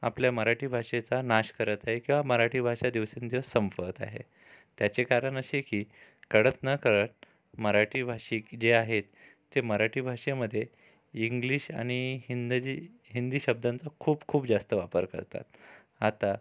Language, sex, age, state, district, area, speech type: Marathi, male, 45-60, Maharashtra, Amravati, urban, spontaneous